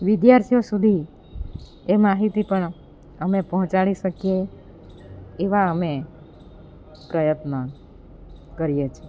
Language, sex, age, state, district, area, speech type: Gujarati, female, 45-60, Gujarat, Amreli, rural, spontaneous